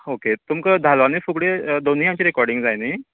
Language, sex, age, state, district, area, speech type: Goan Konkani, male, 45-60, Goa, Canacona, rural, conversation